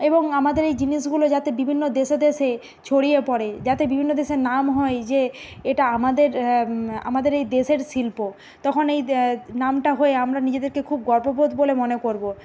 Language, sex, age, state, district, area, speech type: Bengali, female, 45-60, West Bengal, Bankura, urban, spontaneous